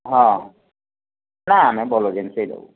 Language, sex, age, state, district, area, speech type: Odia, male, 45-60, Odisha, Mayurbhanj, rural, conversation